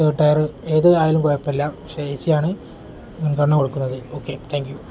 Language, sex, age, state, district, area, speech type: Malayalam, male, 18-30, Kerala, Kozhikode, rural, spontaneous